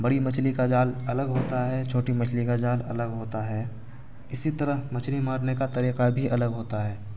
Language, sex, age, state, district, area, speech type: Urdu, male, 18-30, Bihar, Araria, rural, spontaneous